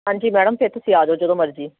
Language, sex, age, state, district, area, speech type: Punjabi, female, 45-60, Punjab, Jalandhar, urban, conversation